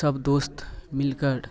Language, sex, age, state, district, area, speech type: Maithili, male, 30-45, Bihar, Muzaffarpur, urban, spontaneous